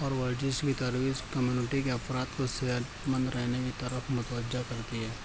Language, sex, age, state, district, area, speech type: Urdu, male, 60+, Maharashtra, Nashik, rural, spontaneous